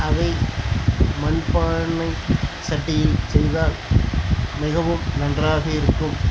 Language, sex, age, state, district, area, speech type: Tamil, male, 45-60, Tamil Nadu, Dharmapuri, rural, spontaneous